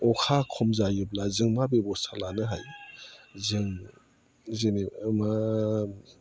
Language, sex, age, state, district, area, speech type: Bodo, male, 45-60, Assam, Chirang, rural, spontaneous